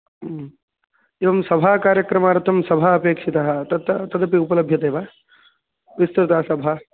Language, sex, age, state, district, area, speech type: Sanskrit, male, 18-30, Karnataka, Udupi, urban, conversation